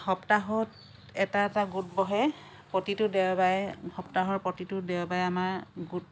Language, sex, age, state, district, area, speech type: Assamese, female, 45-60, Assam, Lakhimpur, rural, spontaneous